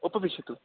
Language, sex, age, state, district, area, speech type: Sanskrit, male, 18-30, Delhi, East Delhi, urban, conversation